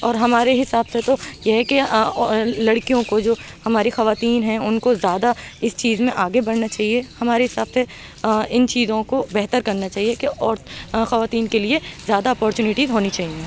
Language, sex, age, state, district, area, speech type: Urdu, female, 30-45, Uttar Pradesh, Aligarh, urban, spontaneous